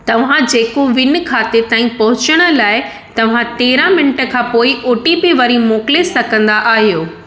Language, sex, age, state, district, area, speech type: Sindhi, female, 30-45, Gujarat, Surat, urban, read